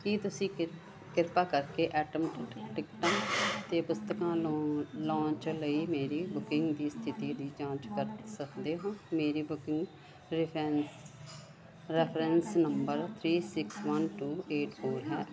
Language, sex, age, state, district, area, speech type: Punjabi, female, 45-60, Punjab, Gurdaspur, urban, read